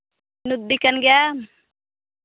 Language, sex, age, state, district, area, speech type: Santali, female, 18-30, Jharkhand, Pakur, rural, conversation